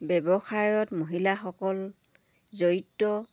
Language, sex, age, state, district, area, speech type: Assamese, female, 45-60, Assam, Dibrugarh, rural, spontaneous